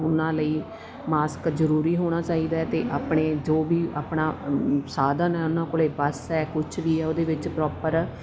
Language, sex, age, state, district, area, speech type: Punjabi, female, 30-45, Punjab, Mansa, rural, spontaneous